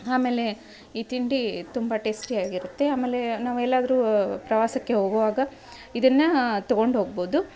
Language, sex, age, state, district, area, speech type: Kannada, female, 30-45, Karnataka, Dharwad, rural, spontaneous